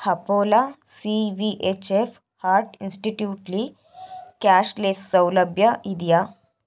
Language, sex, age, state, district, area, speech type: Kannada, female, 18-30, Karnataka, Chitradurga, urban, read